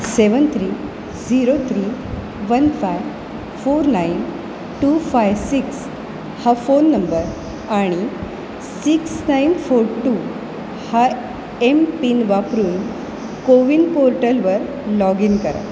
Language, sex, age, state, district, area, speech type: Marathi, female, 45-60, Maharashtra, Mumbai Suburban, urban, read